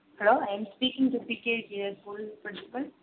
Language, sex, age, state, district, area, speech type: Tamil, female, 18-30, Tamil Nadu, Sivaganga, rural, conversation